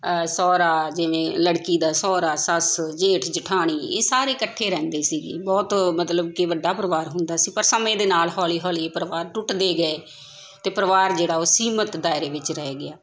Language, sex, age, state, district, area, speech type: Punjabi, female, 30-45, Punjab, Tarn Taran, urban, spontaneous